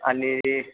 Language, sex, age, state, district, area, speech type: Marathi, male, 18-30, Maharashtra, Kolhapur, urban, conversation